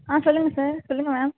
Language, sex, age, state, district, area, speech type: Tamil, female, 18-30, Tamil Nadu, Tiruvarur, rural, conversation